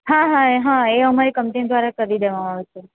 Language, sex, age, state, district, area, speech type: Gujarati, female, 18-30, Gujarat, Valsad, urban, conversation